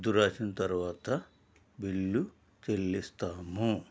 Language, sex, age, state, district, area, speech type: Telugu, male, 60+, Andhra Pradesh, East Godavari, rural, spontaneous